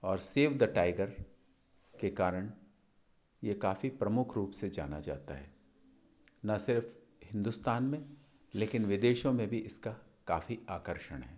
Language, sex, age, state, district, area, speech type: Hindi, male, 60+, Madhya Pradesh, Balaghat, rural, spontaneous